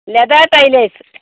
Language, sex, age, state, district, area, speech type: Malayalam, female, 45-60, Kerala, Wayanad, rural, conversation